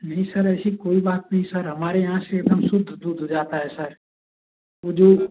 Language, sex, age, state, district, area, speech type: Hindi, male, 30-45, Uttar Pradesh, Mau, rural, conversation